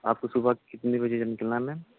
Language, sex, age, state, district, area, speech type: Urdu, male, 18-30, Delhi, Central Delhi, urban, conversation